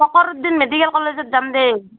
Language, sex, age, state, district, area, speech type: Assamese, female, 30-45, Assam, Barpeta, rural, conversation